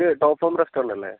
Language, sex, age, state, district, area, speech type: Malayalam, male, 18-30, Kerala, Wayanad, rural, conversation